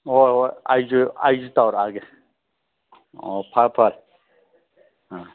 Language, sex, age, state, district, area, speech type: Manipuri, male, 60+, Manipur, Thoubal, rural, conversation